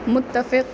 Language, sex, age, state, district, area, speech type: Urdu, female, 18-30, Uttar Pradesh, Aligarh, urban, read